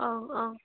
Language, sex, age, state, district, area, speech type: Manipuri, female, 18-30, Manipur, Kakching, rural, conversation